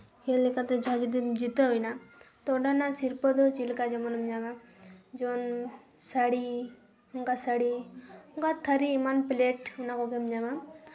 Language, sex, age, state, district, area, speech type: Santali, female, 18-30, West Bengal, Purulia, rural, spontaneous